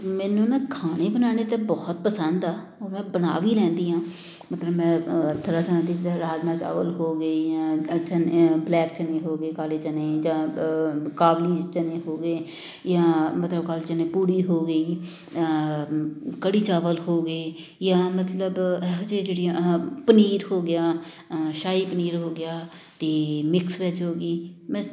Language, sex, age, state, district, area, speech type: Punjabi, female, 30-45, Punjab, Amritsar, urban, spontaneous